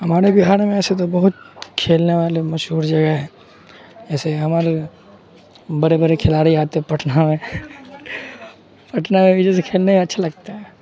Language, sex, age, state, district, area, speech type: Urdu, male, 18-30, Bihar, Supaul, rural, spontaneous